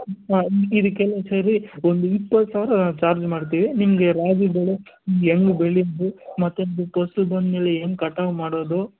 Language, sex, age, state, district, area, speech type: Kannada, male, 60+, Karnataka, Kolar, rural, conversation